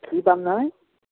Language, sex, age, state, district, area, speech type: Assamese, male, 60+, Assam, Udalguri, rural, conversation